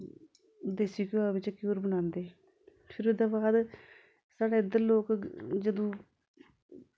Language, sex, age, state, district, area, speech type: Dogri, female, 45-60, Jammu and Kashmir, Samba, urban, spontaneous